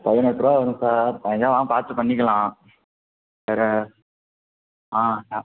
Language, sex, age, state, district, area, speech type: Tamil, male, 18-30, Tamil Nadu, Thanjavur, rural, conversation